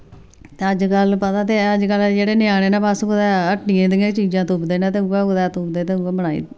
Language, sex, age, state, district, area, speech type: Dogri, female, 45-60, Jammu and Kashmir, Samba, rural, spontaneous